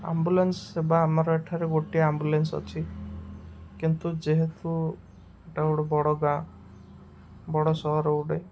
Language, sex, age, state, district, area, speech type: Odia, male, 18-30, Odisha, Ganjam, urban, spontaneous